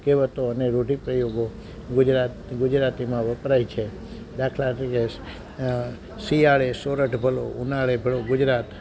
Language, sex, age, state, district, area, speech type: Gujarati, male, 60+, Gujarat, Amreli, rural, spontaneous